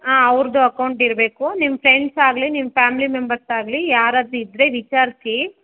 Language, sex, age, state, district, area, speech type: Kannada, female, 60+, Karnataka, Kolar, rural, conversation